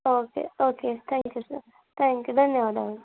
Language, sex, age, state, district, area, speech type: Kannada, female, 18-30, Karnataka, Davanagere, rural, conversation